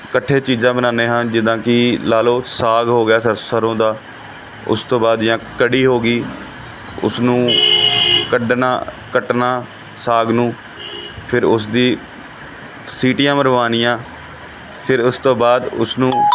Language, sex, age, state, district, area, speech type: Punjabi, male, 30-45, Punjab, Pathankot, urban, spontaneous